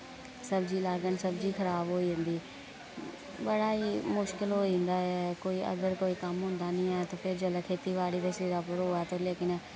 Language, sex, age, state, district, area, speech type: Dogri, female, 18-30, Jammu and Kashmir, Kathua, rural, spontaneous